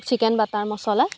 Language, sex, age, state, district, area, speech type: Assamese, female, 18-30, Assam, Dibrugarh, rural, spontaneous